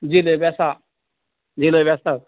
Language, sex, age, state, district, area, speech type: Goan Konkani, male, 45-60, Goa, Canacona, rural, conversation